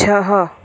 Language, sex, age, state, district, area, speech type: Sindhi, female, 30-45, Gujarat, Surat, urban, read